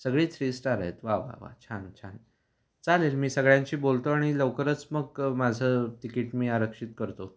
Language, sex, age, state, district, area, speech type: Marathi, male, 18-30, Maharashtra, Kolhapur, urban, spontaneous